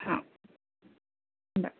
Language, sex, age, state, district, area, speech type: Marathi, female, 45-60, Maharashtra, Thane, rural, conversation